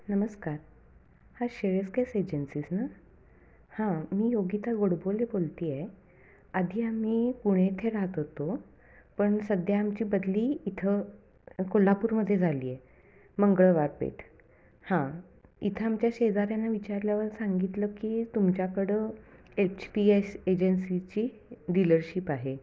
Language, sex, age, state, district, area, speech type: Marathi, female, 30-45, Maharashtra, Kolhapur, urban, spontaneous